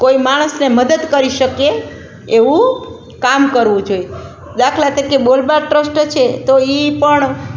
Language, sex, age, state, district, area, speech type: Gujarati, female, 45-60, Gujarat, Rajkot, rural, spontaneous